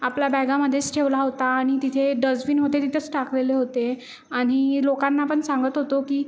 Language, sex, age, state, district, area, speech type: Marathi, female, 18-30, Maharashtra, Nagpur, urban, spontaneous